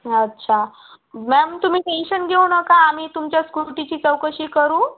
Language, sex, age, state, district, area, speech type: Marathi, female, 18-30, Maharashtra, Washim, urban, conversation